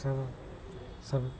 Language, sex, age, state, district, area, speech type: Hindi, male, 45-60, Uttar Pradesh, Hardoi, rural, spontaneous